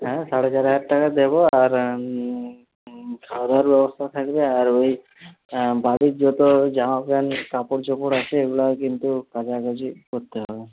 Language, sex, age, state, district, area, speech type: Bengali, male, 30-45, West Bengal, Jhargram, rural, conversation